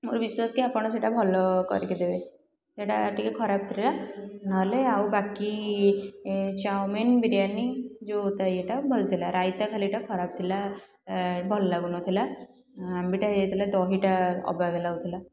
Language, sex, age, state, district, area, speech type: Odia, female, 18-30, Odisha, Puri, urban, spontaneous